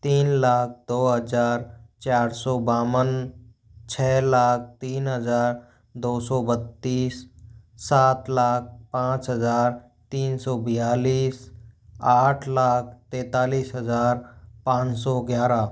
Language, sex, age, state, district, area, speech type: Hindi, male, 30-45, Rajasthan, Jodhpur, urban, spontaneous